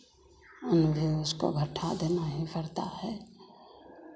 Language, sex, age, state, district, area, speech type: Hindi, female, 45-60, Bihar, Begusarai, rural, spontaneous